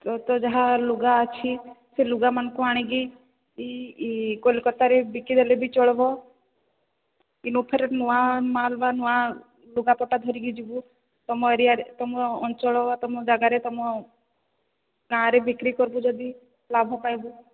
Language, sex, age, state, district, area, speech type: Odia, female, 18-30, Odisha, Sambalpur, rural, conversation